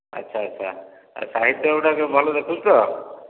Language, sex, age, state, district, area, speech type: Odia, male, 45-60, Odisha, Dhenkanal, rural, conversation